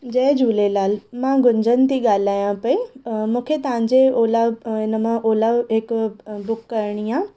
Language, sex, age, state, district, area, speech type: Sindhi, female, 18-30, Maharashtra, Mumbai Suburban, rural, spontaneous